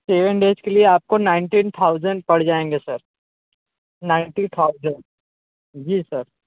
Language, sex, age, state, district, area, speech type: Hindi, male, 45-60, Uttar Pradesh, Sonbhadra, rural, conversation